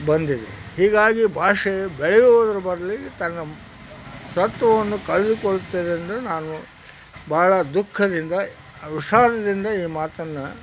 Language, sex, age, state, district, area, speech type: Kannada, male, 60+, Karnataka, Koppal, rural, spontaneous